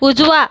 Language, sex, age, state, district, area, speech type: Marathi, female, 18-30, Maharashtra, Buldhana, rural, read